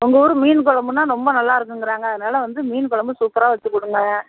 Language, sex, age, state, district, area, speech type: Tamil, female, 60+, Tamil Nadu, Thanjavur, rural, conversation